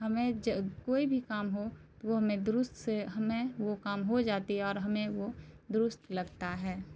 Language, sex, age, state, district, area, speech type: Urdu, female, 18-30, Bihar, Darbhanga, rural, spontaneous